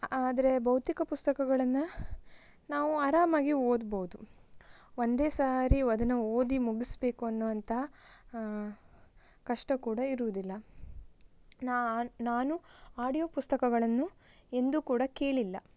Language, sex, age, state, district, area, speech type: Kannada, female, 18-30, Karnataka, Tumkur, rural, spontaneous